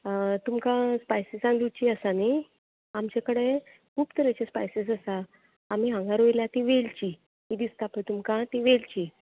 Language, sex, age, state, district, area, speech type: Goan Konkani, female, 45-60, Goa, Bardez, urban, conversation